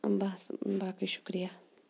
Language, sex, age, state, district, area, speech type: Kashmiri, female, 18-30, Jammu and Kashmir, Kulgam, rural, spontaneous